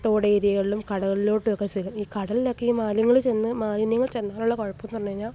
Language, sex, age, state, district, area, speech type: Malayalam, female, 18-30, Kerala, Alappuzha, rural, spontaneous